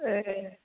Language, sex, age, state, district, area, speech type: Bodo, female, 45-60, Assam, Kokrajhar, rural, conversation